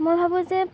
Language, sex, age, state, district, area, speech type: Assamese, female, 18-30, Assam, Golaghat, urban, spontaneous